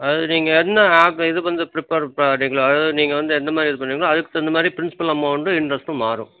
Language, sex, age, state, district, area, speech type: Tamil, male, 60+, Tamil Nadu, Dharmapuri, rural, conversation